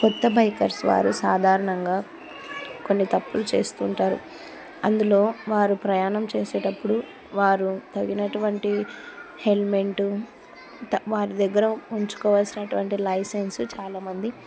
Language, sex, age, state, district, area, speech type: Telugu, female, 45-60, Andhra Pradesh, Kurnool, rural, spontaneous